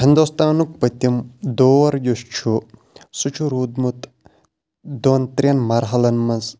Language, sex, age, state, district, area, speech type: Kashmiri, male, 30-45, Jammu and Kashmir, Shopian, rural, spontaneous